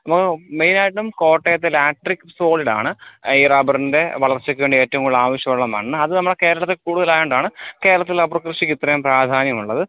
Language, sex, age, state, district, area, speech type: Malayalam, male, 30-45, Kerala, Alappuzha, rural, conversation